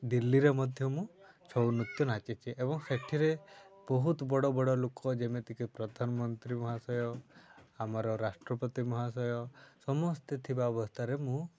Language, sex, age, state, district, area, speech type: Odia, male, 18-30, Odisha, Mayurbhanj, rural, spontaneous